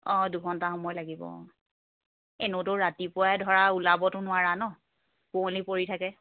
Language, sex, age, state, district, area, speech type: Assamese, female, 30-45, Assam, Charaideo, rural, conversation